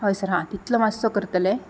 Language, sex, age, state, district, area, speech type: Goan Konkani, female, 18-30, Goa, Ponda, rural, spontaneous